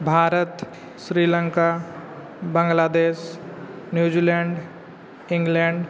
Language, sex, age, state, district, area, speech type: Santali, male, 18-30, Jharkhand, East Singhbhum, rural, spontaneous